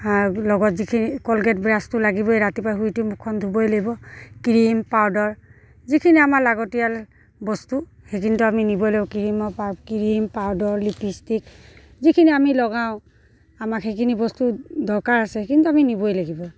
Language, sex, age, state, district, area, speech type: Assamese, female, 45-60, Assam, Dibrugarh, urban, spontaneous